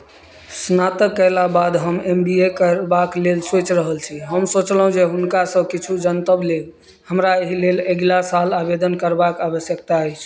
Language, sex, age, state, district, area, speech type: Maithili, male, 30-45, Bihar, Madhubani, rural, read